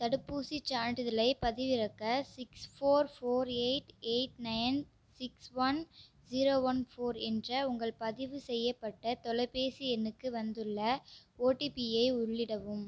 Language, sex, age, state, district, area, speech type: Tamil, female, 18-30, Tamil Nadu, Tiruchirappalli, rural, read